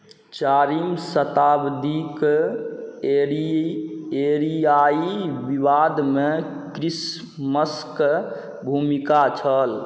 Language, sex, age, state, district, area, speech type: Maithili, male, 18-30, Bihar, Saharsa, rural, read